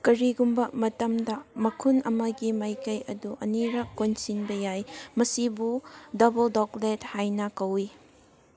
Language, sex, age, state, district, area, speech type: Manipuri, female, 18-30, Manipur, Kangpokpi, urban, read